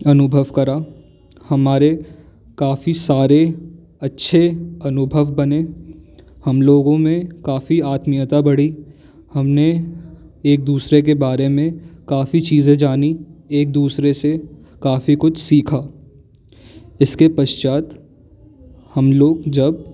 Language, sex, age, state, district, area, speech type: Hindi, male, 18-30, Madhya Pradesh, Jabalpur, urban, spontaneous